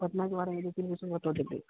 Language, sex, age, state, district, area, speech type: Hindi, male, 18-30, Bihar, Vaishali, rural, conversation